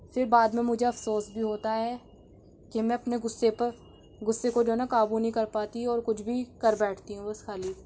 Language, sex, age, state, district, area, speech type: Urdu, female, 45-60, Delhi, Central Delhi, urban, spontaneous